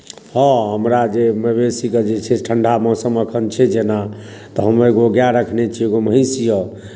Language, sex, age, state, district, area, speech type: Maithili, male, 30-45, Bihar, Darbhanga, rural, spontaneous